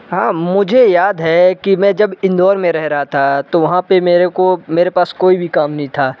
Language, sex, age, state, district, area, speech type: Hindi, male, 18-30, Madhya Pradesh, Jabalpur, urban, spontaneous